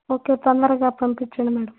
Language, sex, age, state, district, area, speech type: Telugu, female, 18-30, Andhra Pradesh, Nellore, rural, conversation